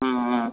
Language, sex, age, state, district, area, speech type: Tamil, male, 18-30, Tamil Nadu, Thanjavur, rural, conversation